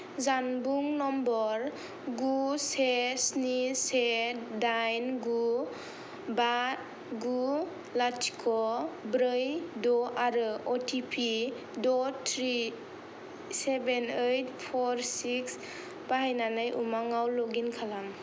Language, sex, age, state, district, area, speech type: Bodo, female, 18-30, Assam, Kokrajhar, rural, read